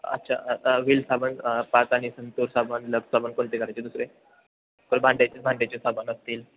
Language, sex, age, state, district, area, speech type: Marathi, male, 18-30, Maharashtra, Ahmednagar, urban, conversation